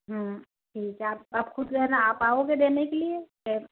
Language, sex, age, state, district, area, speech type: Hindi, female, 30-45, Rajasthan, Jodhpur, urban, conversation